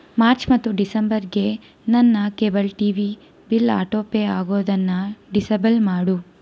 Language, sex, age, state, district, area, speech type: Kannada, female, 18-30, Karnataka, Tumkur, urban, read